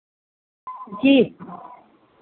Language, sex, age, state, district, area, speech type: Hindi, female, 30-45, Uttar Pradesh, Pratapgarh, rural, conversation